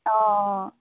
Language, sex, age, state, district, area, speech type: Assamese, female, 18-30, Assam, Sivasagar, rural, conversation